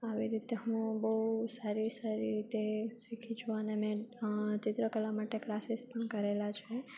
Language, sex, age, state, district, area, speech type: Gujarati, female, 18-30, Gujarat, Junagadh, urban, spontaneous